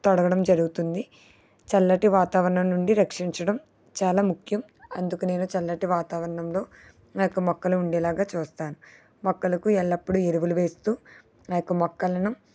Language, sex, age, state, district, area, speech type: Telugu, female, 30-45, Andhra Pradesh, East Godavari, rural, spontaneous